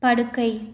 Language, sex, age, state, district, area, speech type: Tamil, female, 18-30, Tamil Nadu, Tiruchirappalli, urban, read